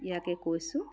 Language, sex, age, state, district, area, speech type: Assamese, female, 60+, Assam, Charaideo, urban, spontaneous